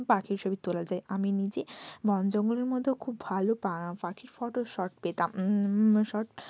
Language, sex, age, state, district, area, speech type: Bengali, female, 18-30, West Bengal, Hooghly, urban, spontaneous